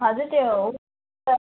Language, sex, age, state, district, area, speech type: Nepali, female, 30-45, West Bengal, Darjeeling, rural, conversation